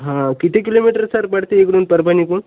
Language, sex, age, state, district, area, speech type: Marathi, male, 18-30, Maharashtra, Hingoli, urban, conversation